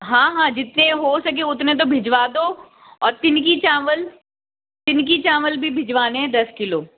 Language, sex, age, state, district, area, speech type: Hindi, female, 60+, Rajasthan, Jaipur, urban, conversation